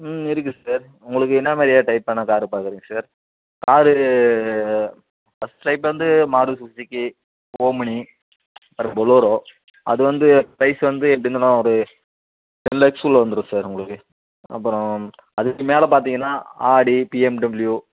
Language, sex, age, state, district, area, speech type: Tamil, male, 45-60, Tamil Nadu, Sivaganga, rural, conversation